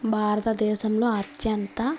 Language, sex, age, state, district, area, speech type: Telugu, female, 18-30, Andhra Pradesh, Nellore, rural, spontaneous